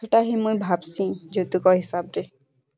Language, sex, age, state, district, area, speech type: Odia, female, 18-30, Odisha, Bargarh, urban, spontaneous